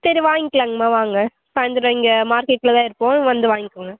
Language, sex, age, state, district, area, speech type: Tamil, female, 18-30, Tamil Nadu, Namakkal, rural, conversation